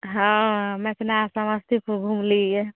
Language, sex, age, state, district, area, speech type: Maithili, female, 30-45, Bihar, Samastipur, urban, conversation